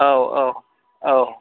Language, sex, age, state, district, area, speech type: Bodo, male, 45-60, Assam, Kokrajhar, rural, conversation